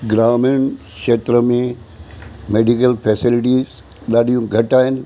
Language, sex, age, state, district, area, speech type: Sindhi, male, 60+, Maharashtra, Mumbai Suburban, urban, spontaneous